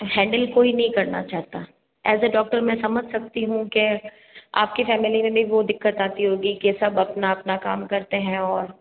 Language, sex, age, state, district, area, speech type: Hindi, female, 60+, Rajasthan, Jodhpur, urban, conversation